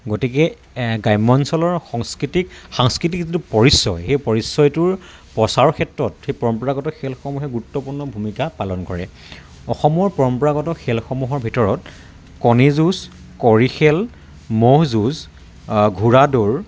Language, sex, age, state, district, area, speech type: Assamese, male, 30-45, Assam, Dibrugarh, rural, spontaneous